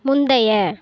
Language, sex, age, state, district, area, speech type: Tamil, female, 18-30, Tamil Nadu, Kallakurichi, rural, read